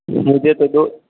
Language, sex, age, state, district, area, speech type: Hindi, male, 18-30, Rajasthan, Jodhpur, urban, conversation